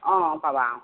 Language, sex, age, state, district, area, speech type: Assamese, female, 60+, Assam, Golaghat, urban, conversation